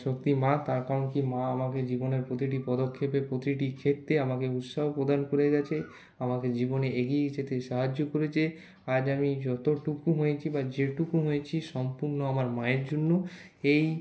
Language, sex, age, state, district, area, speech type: Bengali, male, 60+, West Bengal, Paschim Bardhaman, urban, spontaneous